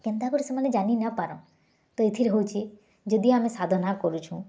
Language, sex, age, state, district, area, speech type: Odia, female, 18-30, Odisha, Bargarh, urban, spontaneous